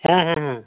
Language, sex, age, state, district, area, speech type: Bengali, male, 60+, West Bengal, North 24 Parganas, urban, conversation